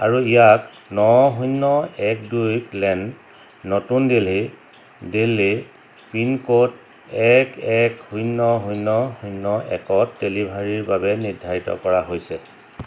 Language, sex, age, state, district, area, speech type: Assamese, male, 45-60, Assam, Dhemaji, rural, read